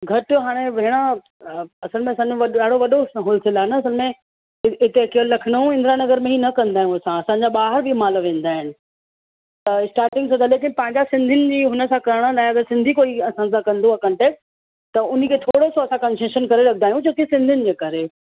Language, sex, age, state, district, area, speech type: Sindhi, female, 30-45, Uttar Pradesh, Lucknow, urban, conversation